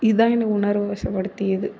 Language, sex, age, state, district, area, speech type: Tamil, female, 18-30, Tamil Nadu, Mayiladuthurai, urban, spontaneous